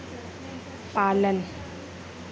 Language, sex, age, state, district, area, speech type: Hindi, female, 18-30, Madhya Pradesh, Harda, urban, read